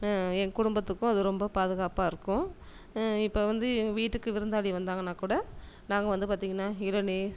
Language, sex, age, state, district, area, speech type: Tamil, female, 30-45, Tamil Nadu, Tiruchirappalli, rural, spontaneous